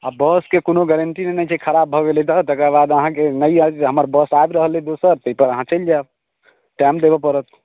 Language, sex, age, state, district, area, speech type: Maithili, male, 45-60, Bihar, Muzaffarpur, rural, conversation